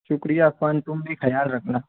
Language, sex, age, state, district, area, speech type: Urdu, male, 60+, Maharashtra, Nashik, urban, conversation